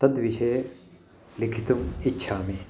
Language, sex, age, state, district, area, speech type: Sanskrit, male, 60+, Telangana, Karimnagar, urban, spontaneous